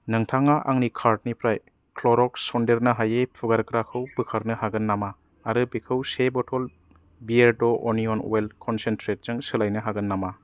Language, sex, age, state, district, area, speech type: Bodo, male, 30-45, Assam, Kokrajhar, urban, read